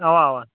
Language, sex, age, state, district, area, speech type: Kashmiri, male, 18-30, Jammu and Kashmir, Kulgam, rural, conversation